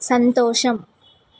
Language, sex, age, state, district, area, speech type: Telugu, female, 18-30, Telangana, Suryapet, urban, read